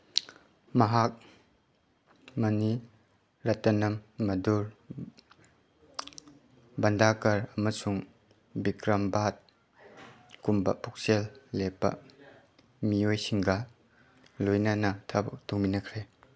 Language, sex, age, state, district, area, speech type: Manipuri, male, 18-30, Manipur, Chandel, rural, read